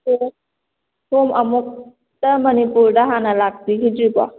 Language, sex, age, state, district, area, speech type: Manipuri, female, 30-45, Manipur, Kakching, rural, conversation